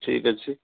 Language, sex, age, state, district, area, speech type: Odia, male, 60+, Odisha, Sundergarh, urban, conversation